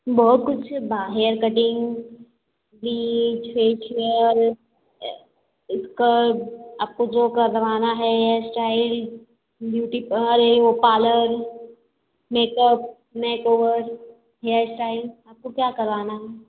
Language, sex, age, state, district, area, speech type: Hindi, female, 18-30, Uttar Pradesh, Azamgarh, urban, conversation